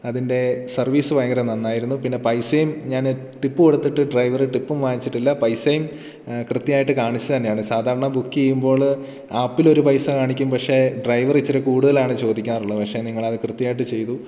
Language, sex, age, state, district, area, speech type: Malayalam, male, 18-30, Kerala, Idukki, rural, spontaneous